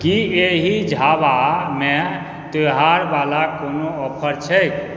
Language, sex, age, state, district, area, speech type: Maithili, male, 45-60, Bihar, Supaul, rural, read